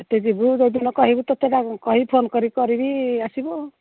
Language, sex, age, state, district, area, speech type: Odia, female, 60+, Odisha, Jharsuguda, rural, conversation